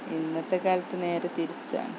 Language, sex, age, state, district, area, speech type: Malayalam, female, 30-45, Kerala, Malappuram, rural, spontaneous